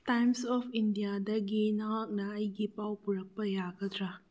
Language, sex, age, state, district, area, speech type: Manipuri, female, 45-60, Manipur, Churachandpur, rural, read